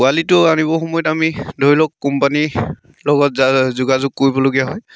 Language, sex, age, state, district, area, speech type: Assamese, male, 30-45, Assam, Sivasagar, rural, spontaneous